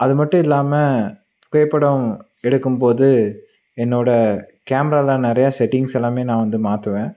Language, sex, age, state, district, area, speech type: Tamil, male, 30-45, Tamil Nadu, Tiruppur, rural, spontaneous